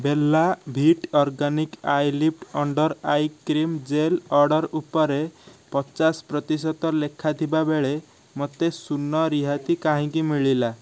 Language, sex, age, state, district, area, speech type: Odia, male, 18-30, Odisha, Nayagarh, rural, read